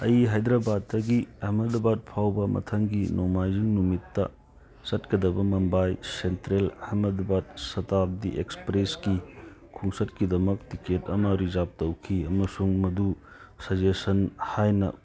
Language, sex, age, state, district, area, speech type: Manipuri, male, 45-60, Manipur, Churachandpur, rural, read